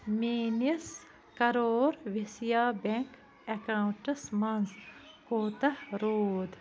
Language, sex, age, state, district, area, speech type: Kashmiri, female, 45-60, Jammu and Kashmir, Bandipora, rural, read